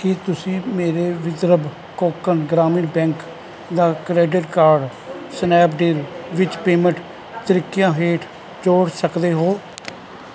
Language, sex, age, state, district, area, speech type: Punjabi, male, 45-60, Punjab, Kapurthala, urban, read